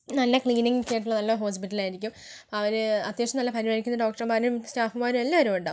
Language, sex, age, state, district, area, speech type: Malayalam, female, 45-60, Kerala, Wayanad, rural, spontaneous